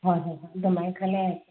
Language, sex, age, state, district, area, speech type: Manipuri, female, 60+, Manipur, Kangpokpi, urban, conversation